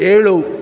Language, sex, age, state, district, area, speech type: Kannada, male, 45-60, Karnataka, Ramanagara, urban, read